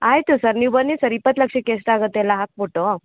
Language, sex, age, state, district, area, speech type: Kannada, female, 18-30, Karnataka, Chikkamagaluru, rural, conversation